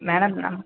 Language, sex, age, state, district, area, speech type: Malayalam, female, 18-30, Kerala, Kottayam, rural, conversation